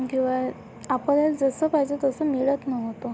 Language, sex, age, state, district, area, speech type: Marathi, female, 18-30, Maharashtra, Amravati, rural, spontaneous